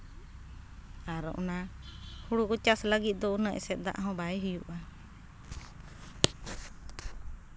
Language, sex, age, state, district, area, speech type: Santali, female, 45-60, Jharkhand, Seraikela Kharsawan, rural, spontaneous